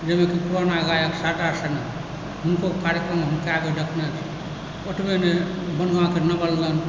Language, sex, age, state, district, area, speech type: Maithili, male, 45-60, Bihar, Supaul, rural, spontaneous